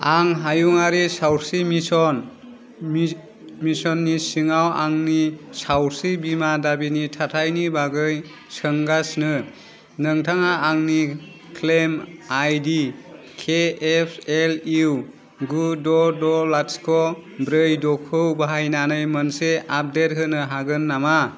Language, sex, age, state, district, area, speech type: Bodo, male, 30-45, Assam, Kokrajhar, rural, read